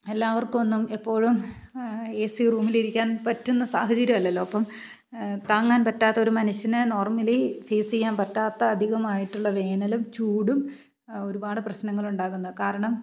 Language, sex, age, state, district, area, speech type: Malayalam, female, 30-45, Kerala, Idukki, rural, spontaneous